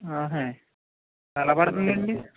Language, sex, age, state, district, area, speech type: Telugu, male, 18-30, Andhra Pradesh, Eluru, urban, conversation